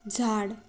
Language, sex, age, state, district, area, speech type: Marathi, female, 18-30, Maharashtra, Sindhudurg, urban, read